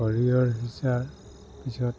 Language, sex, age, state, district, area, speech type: Assamese, male, 45-60, Assam, Dhemaji, rural, spontaneous